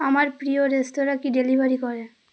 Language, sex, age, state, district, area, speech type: Bengali, female, 18-30, West Bengal, Uttar Dinajpur, urban, read